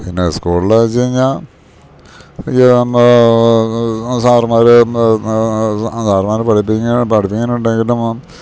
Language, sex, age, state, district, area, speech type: Malayalam, male, 60+, Kerala, Idukki, rural, spontaneous